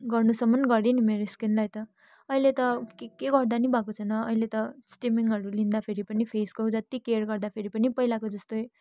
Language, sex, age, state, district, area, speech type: Nepali, female, 18-30, West Bengal, Kalimpong, rural, spontaneous